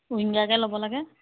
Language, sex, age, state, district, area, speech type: Assamese, female, 30-45, Assam, Dibrugarh, rural, conversation